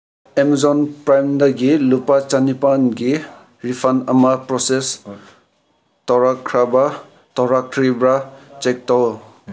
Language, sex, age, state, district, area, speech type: Manipuri, male, 18-30, Manipur, Senapati, rural, read